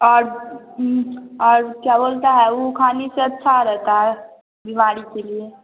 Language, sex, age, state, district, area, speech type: Hindi, female, 18-30, Bihar, Samastipur, rural, conversation